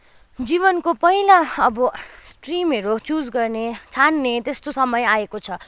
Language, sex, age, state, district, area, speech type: Nepali, female, 18-30, West Bengal, Kalimpong, rural, spontaneous